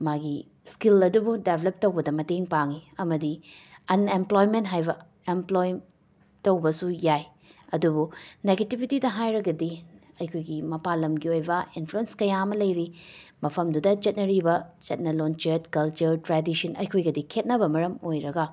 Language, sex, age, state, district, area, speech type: Manipuri, female, 30-45, Manipur, Imphal West, urban, spontaneous